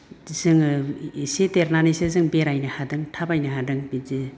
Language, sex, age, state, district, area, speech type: Bodo, female, 60+, Assam, Chirang, rural, spontaneous